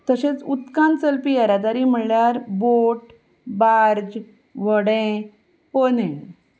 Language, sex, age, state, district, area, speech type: Goan Konkani, female, 30-45, Goa, Salcete, rural, spontaneous